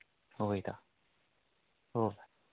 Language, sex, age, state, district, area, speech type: Manipuri, male, 18-30, Manipur, Kangpokpi, urban, conversation